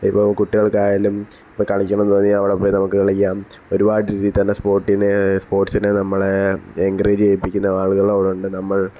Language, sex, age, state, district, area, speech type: Malayalam, male, 18-30, Kerala, Alappuzha, rural, spontaneous